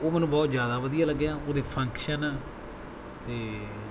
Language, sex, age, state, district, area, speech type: Punjabi, male, 30-45, Punjab, Bathinda, rural, spontaneous